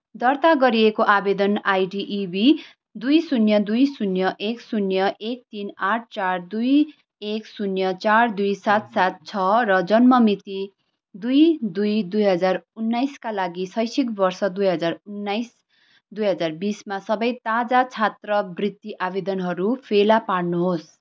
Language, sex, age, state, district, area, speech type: Nepali, female, 30-45, West Bengal, Kalimpong, rural, read